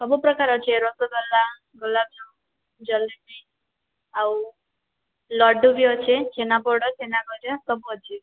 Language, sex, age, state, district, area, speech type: Odia, female, 18-30, Odisha, Boudh, rural, conversation